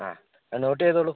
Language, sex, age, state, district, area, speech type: Malayalam, male, 30-45, Kerala, Wayanad, rural, conversation